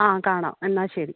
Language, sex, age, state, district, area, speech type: Malayalam, female, 18-30, Kerala, Kannur, rural, conversation